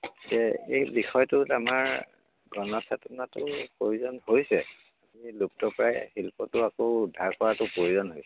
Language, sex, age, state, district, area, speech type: Assamese, male, 60+, Assam, Dibrugarh, rural, conversation